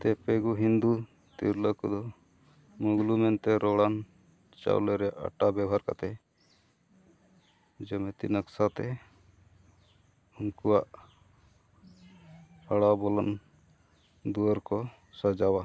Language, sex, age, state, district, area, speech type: Santali, male, 45-60, Odisha, Mayurbhanj, rural, read